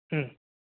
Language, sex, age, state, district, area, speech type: Tamil, male, 18-30, Tamil Nadu, Krishnagiri, rural, conversation